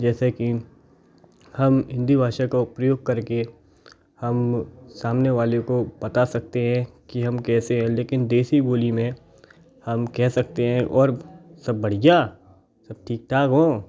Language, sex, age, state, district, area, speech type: Hindi, male, 18-30, Madhya Pradesh, Gwalior, rural, spontaneous